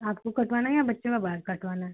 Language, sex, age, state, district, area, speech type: Hindi, female, 18-30, Uttar Pradesh, Chandauli, rural, conversation